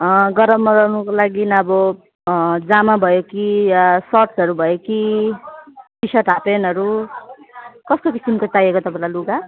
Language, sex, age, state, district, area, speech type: Nepali, female, 30-45, West Bengal, Alipurduar, urban, conversation